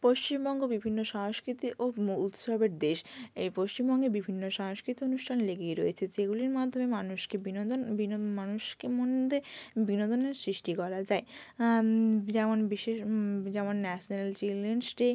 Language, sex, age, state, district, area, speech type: Bengali, female, 30-45, West Bengal, Bankura, urban, spontaneous